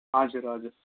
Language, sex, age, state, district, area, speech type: Nepali, male, 18-30, West Bengal, Darjeeling, rural, conversation